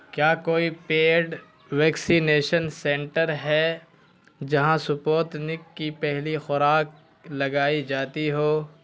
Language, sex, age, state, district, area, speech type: Urdu, male, 18-30, Bihar, Purnia, rural, read